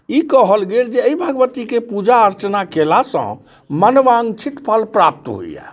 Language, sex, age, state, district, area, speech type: Maithili, male, 45-60, Bihar, Muzaffarpur, rural, spontaneous